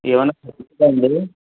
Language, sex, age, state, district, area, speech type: Telugu, male, 45-60, Andhra Pradesh, Eluru, urban, conversation